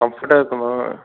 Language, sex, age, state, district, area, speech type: Tamil, male, 60+, Tamil Nadu, Mayiladuthurai, rural, conversation